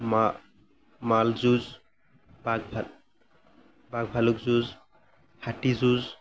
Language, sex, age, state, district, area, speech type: Assamese, male, 18-30, Assam, Morigaon, rural, spontaneous